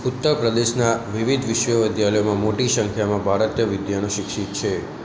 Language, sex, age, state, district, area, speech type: Gujarati, male, 18-30, Gujarat, Aravalli, rural, read